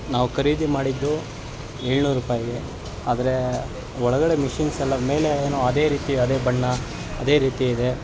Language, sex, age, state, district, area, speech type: Kannada, male, 30-45, Karnataka, Kolar, rural, spontaneous